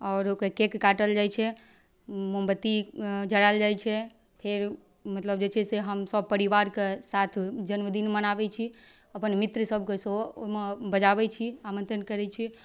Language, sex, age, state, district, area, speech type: Maithili, female, 18-30, Bihar, Darbhanga, rural, spontaneous